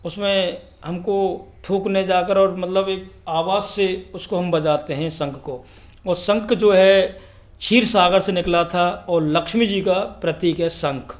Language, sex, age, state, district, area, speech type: Hindi, male, 60+, Rajasthan, Karauli, rural, spontaneous